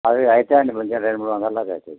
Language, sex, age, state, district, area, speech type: Telugu, male, 45-60, Telangana, Peddapalli, rural, conversation